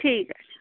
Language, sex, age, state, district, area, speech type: Bengali, female, 30-45, West Bengal, Nadia, rural, conversation